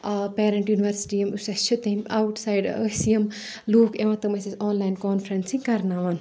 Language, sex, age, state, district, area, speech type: Kashmiri, female, 30-45, Jammu and Kashmir, Kupwara, rural, spontaneous